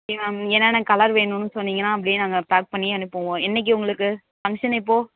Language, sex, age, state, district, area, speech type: Tamil, female, 18-30, Tamil Nadu, Thanjavur, rural, conversation